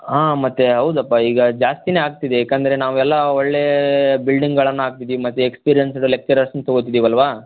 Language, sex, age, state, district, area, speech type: Kannada, male, 30-45, Karnataka, Tumkur, rural, conversation